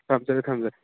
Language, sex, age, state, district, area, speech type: Manipuri, male, 45-60, Manipur, Churachandpur, rural, conversation